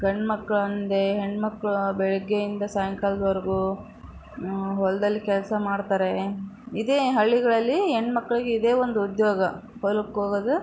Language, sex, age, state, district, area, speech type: Kannada, female, 30-45, Karnataka, Davanagere, rural, spontaneous